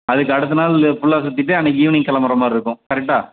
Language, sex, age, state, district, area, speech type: Tamil, male, 30-45, Tamil Nadu, Dharmapuri, rural, conversation